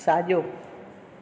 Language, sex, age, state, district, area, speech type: Sindhi, other, 60+, Maharashtra, Thane, urban, read